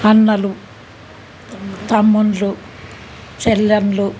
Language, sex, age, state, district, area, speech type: Telugu, female, 60+, Telangana, Hyderabad, urban, spontaneous